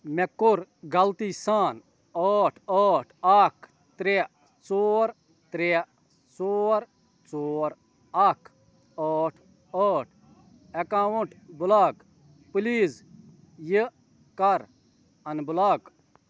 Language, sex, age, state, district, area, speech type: Kashmiri, male, 30-45, Jammu and Kashmir, Ganderbal, rural, read